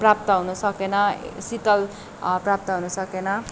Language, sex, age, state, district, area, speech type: Nepali, female, 18-30, West Bengal, Darjeeling, rural, spontaneous